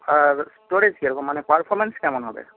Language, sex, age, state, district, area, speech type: Bengali, male, 18-30, West Bengal, Paschim Medinipur, rural, conversation